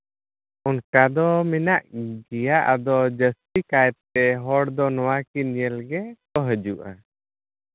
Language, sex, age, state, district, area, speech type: Santali, male, 30-45, Jharkhand, East Singhbhum, rural, conversation